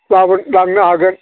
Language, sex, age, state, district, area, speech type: Bodo, male, 60+, Assam, Chirang, rural, conversation